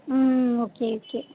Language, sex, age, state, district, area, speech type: Tamil, female, 30-45, Tamil Nadu, Mayiladuthurai, urban, conversation